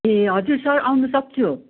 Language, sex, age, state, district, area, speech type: Nepali, female, 60+, West Bengal, Darjeeling, rural, conversation